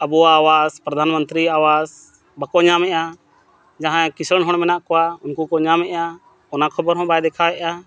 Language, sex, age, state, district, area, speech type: Santali, male, 45-60, Jharkhand, Bokaro, rural, spontaneous